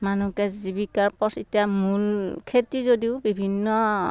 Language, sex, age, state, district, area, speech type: Assamese, female, 60+, Assam, Darrang, rural, spontaneous